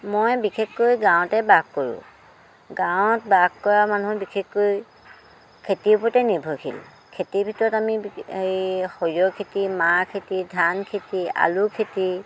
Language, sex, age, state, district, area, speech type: Assamese, female, 60+, Assam, Dhemaji, rural, spontaneous